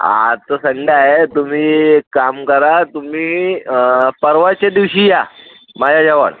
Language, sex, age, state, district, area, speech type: Marathi, male, 18-30, Maharashtra, Akola, rural, conversation